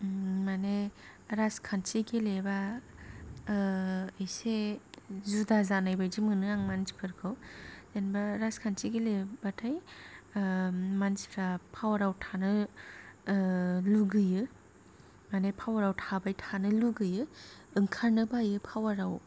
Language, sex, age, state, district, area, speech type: Bodo, female, 18-30, Assam, Kokrajhar, rural, spontaneous